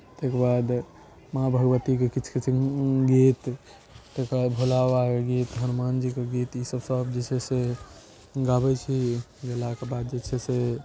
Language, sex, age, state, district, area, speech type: Maithili, male, 18-30, Bihar, Darbhanga, urban, spontaneous